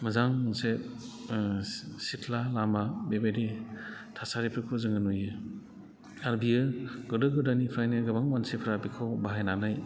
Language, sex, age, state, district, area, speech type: Bodo, male, 45-60, Assam, Chirang, rural, spontaneous